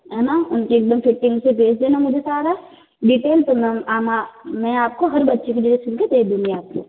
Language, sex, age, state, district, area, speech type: Hindi, female, 30-45, Rajasthan, Jodhpur, urban, conversation